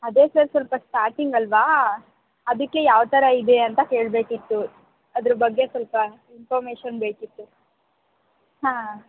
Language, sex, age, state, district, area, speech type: Kannada, female, 45-60, Karnataka, Tumkur, rural, conversation